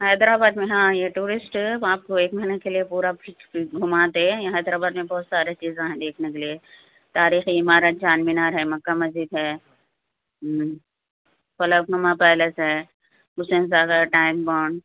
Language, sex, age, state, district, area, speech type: Urdu, female, 60+, Telangana, Hyderabad, urban, conversation